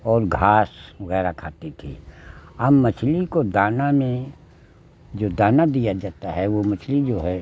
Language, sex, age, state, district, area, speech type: Hindi, male, 60+, Uttar Pradesh, Lucknow, rural, spontaneous